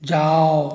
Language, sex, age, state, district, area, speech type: Odia, male, 60+, Odisha, Jajpur, rural, read